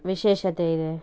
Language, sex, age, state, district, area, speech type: Kannada, female, 30-45, Karnataka, Bellary, rural, spontaneous